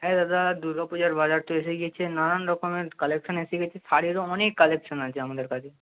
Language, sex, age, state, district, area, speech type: Bengali, male, 18-30, West Bengal, North 24 Parganas, urban, conversation